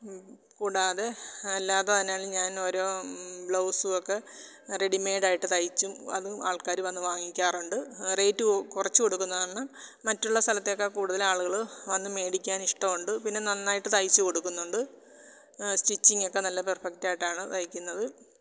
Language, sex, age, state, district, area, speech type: Malayalam, female, 45-60, Kerala, Alappuzha, rural, spontaneous